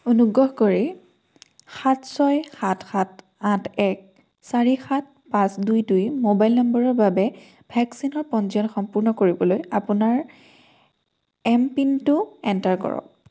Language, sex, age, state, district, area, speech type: Assamese, female, 18-30, Assam, Majuli, urban, read